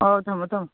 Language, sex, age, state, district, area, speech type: Manipuri, female, 60+, Manipur, Imphal East, urban, conversation